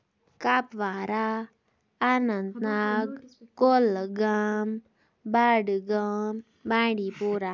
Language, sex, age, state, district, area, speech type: Kashmiri, female, 18-30, Jammu and Kashmir, Baramulla, rural, spontaneous